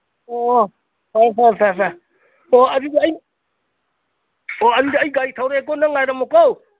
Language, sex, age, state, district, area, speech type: Manipuri, male, 60+, Manipur, Imphal East, rural, conversation